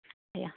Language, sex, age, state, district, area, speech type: Manipuri, female, 45-60, Manipur, Kakching, rural, conversation